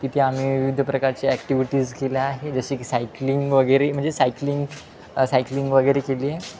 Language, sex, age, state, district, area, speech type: Marathi, male, 18-30, Maharashtra, Wardha, urban, spontaneous